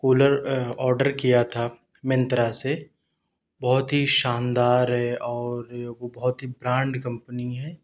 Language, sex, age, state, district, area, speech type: Urdu, male, 30-45, Delhi, South Delhi, rural, spontaneous